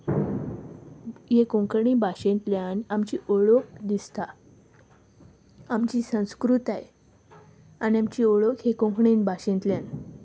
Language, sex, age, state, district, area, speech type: Goan Konkani, female, 18-30, Goa, Salcete, rural, spontaneous